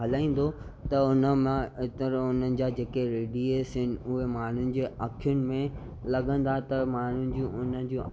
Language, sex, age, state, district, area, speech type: Sindhi, male, 18-30, Maharashtra, Thane, urban, spontaneous